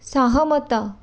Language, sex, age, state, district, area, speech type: Odia, female, 45-60, Odisha, Bhadrak, rural, read